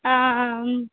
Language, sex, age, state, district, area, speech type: Tamil, female, 18-30, Tamil Nadu, Ranipet, rural, conversation